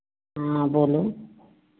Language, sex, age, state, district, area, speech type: Hindi, female, 60+, Uttar Pradesh, Varanasi, rural, conversation